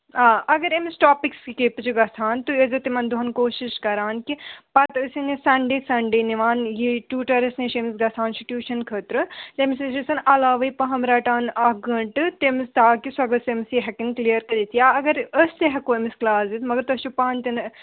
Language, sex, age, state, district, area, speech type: Kashmiri, female, 18-30, Jammu and Kashmir, Srinagar, urban, conversation